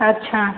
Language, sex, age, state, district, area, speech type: Hindi, female, 18-30, Bihar, Begusarai, urban, conversation